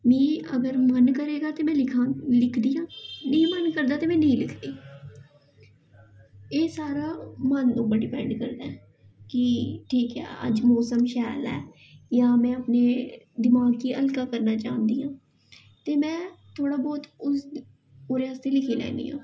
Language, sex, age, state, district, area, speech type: Dogri, female, 18-30, Jammu and Kashmir, Jammu, urban, spontaneous